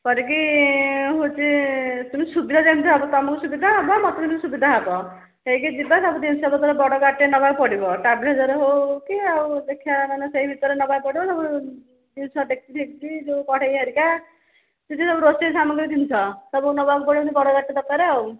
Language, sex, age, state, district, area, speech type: Odia, female, 45-60, Odisha, Angul, rural, conversation